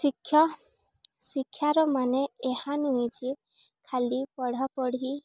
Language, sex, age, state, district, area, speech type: Odia, female, 18-30, Odisha, Balangir, urban, spontaneous